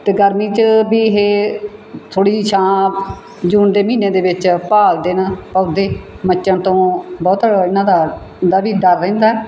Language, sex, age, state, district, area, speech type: Punjabi, female, 60+, Punjab, Bathinda, rural, spontaneous